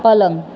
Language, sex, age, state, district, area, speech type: Gujarati, female, 18-30, Gujarat, Ahmedabad, urban, read